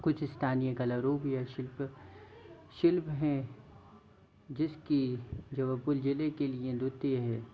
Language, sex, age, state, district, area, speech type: Hindi, male, 18-30, Madhya Pradesh, Jabalpur, urban, spontaneous